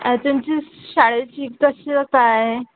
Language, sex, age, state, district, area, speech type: Marathi, female, 18-30, Maharashtra, Wardha, rural, conversation